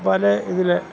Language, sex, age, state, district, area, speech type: Malayalam, male, 60+, Kerala, Pathanamthitta, rural, spontaneous